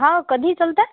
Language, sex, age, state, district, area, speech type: Marathi, female, 45-60, Maharashtra, Amravati, rural, conversation